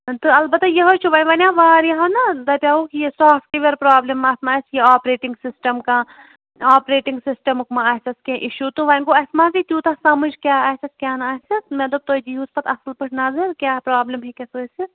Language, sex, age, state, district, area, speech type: Kashmiri, female, 30-45, Jammu and Kashmir, Shopian, rural, conversation